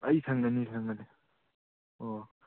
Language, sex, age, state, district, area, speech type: Manipuri, male, 18-30, Manipur, Churachandpur, rural, conversation